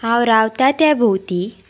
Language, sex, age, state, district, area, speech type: Goan Konkani, female, 18-30, Goa, Pernem, rural, spontaneous